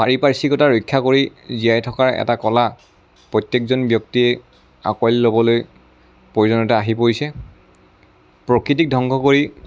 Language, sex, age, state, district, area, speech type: Assamese, male, 30-45, Assam, Lakhimpur, rural, spontaneous